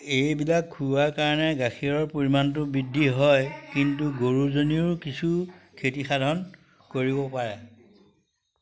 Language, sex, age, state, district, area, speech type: Assamese, male, 60+, Assam, Majuli, rural, spontaneous